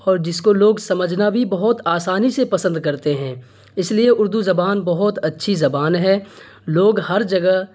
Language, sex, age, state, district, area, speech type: Urdu, male, 30-45, Bihar, Darbhanga, rural, spontaneous